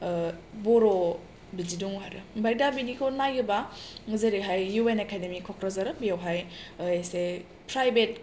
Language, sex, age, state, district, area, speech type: Bodo, female, 18-30, Assam, Chirang, urban, spontaneous